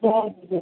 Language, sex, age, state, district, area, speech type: Sindhi, female, 45-60, Gujarat, Junagadh, urban, conversation